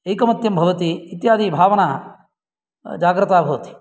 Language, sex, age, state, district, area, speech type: Sanskrit, male, 45-60, Karnataka, Uttara Kannada, rural, spontaneous